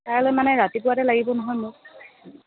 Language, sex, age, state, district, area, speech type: Assamese, female, 60+, Assam, Morigaon, rural, conversation